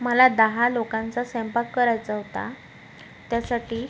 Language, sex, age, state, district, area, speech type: Marathi, female, 30-45, Maharashtra, Nagpur, urban, spontaneous